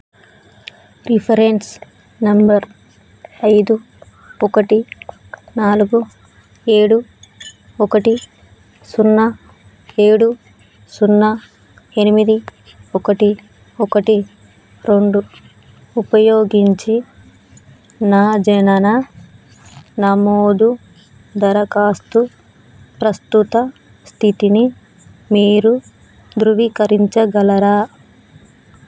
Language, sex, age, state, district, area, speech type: Telugu, female, 30-45, Telangana, Hanamkonda, rural, read